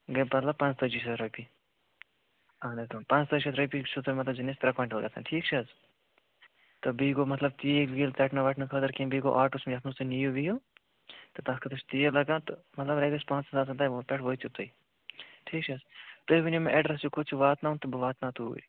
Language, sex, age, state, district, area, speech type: Kashmiri, male, 18-30, Jammu and Kashmir, Bandipora, rural, conversation